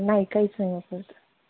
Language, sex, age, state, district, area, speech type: Marathi, female, 18-30, Maharashtra, Osmanabad, rural, conversation